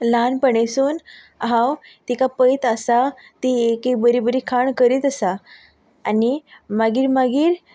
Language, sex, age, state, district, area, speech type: Goan Konkani, female, 18-30, Goa, Ponda, rural, spontaneous